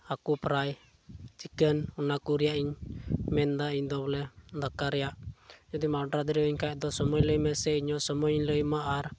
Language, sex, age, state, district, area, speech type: Santali, male, 18-30, Jharkhand, Pakur, rural, spontaneous